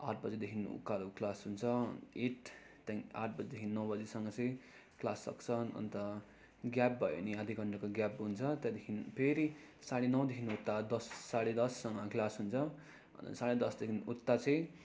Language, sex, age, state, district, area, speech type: Nepali, male, 30-45, West Bengal, Darjeeling, rural, spontaneous